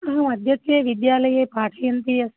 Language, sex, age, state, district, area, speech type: Sanskrit, female, 30-45, Telangana, Ranga Reddy, urban, conversation